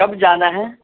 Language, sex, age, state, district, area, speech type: Urdu, male, 30-45, Delhi, Central Delhi, urban, conversation